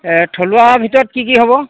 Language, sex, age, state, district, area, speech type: Assamese, male, 30-45, Assam, Golaghat, rural, conversation